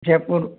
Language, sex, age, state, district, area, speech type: Hindi, male, 60+, Rajasthan, Jaipur, urban, conversation